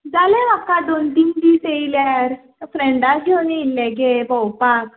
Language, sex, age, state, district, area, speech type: Goan Konkani, female, 18-30, Goa, Tiswadi, rural, conversation